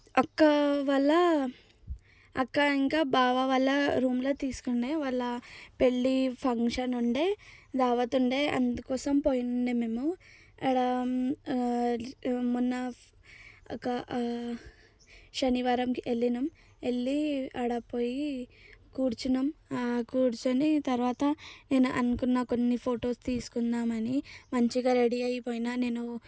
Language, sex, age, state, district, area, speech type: Telugu, female, 18-30, Telangana, Ranga Reddy, urban, spontaneous